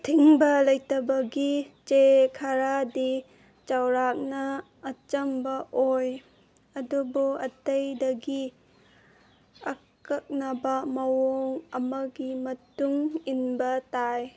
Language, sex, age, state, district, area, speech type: Manipuri, female, 18-30, Manipur, Senapati, urban, read